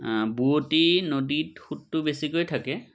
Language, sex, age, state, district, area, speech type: Assamese, male, 30-45, Assam, Majuli, urban, spontaneous